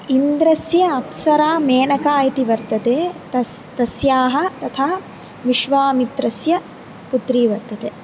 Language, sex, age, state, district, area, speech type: Sanskrit, female, 18-30, Tamil Nadu, Kanchipuram, urban, spontaneous